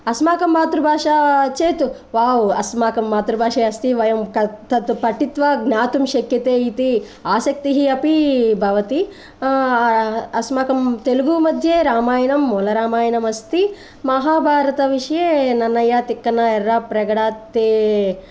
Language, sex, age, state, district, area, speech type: Sanskrit, female, 45-60, Andhra Pradesh, Guntur, urban, spontaneous